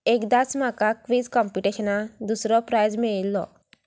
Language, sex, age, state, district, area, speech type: Goan Konkani, female, 18-30, Goa, Sanguem, rural, spontaneous